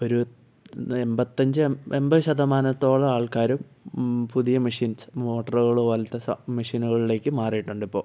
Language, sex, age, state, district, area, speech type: Malayalam, male, 18-30, Kerala, Wayanad, rural, spontaneous